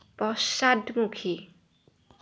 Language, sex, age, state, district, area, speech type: Assamese, female, 18-30, Assam, Lakhimpur, rural, read